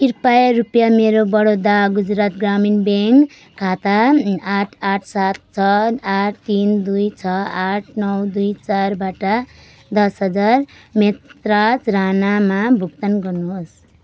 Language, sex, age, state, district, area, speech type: Nepali, female, 30-45, West Bengal, Jalpaiguri, rural, read